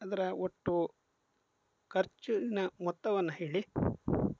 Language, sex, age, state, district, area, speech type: Kannada, male, 30-45, Karnataka, Shimoga, rural, spontaneous